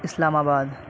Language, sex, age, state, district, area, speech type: Urdu, male, 18-30, Bihar, Purnia, rural, spontaneous